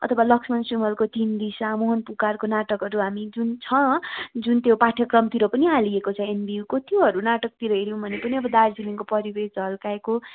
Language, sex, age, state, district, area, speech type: Nepali, female, 18-30, West Bengal, Darjeeling, rural, conversation